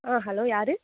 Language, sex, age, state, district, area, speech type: Tamil, female, 45-60, Tamil Nadu, Sivaganga, rural, conversation